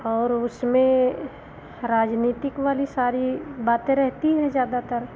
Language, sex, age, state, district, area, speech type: Hindi, female, 60+, Uttar Pradesh, Lucknow, rural, spontaneous